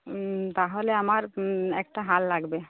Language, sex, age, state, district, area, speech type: Bengali, female, 30-45, West Bengal, Uttar Dinajpur, urban, conversation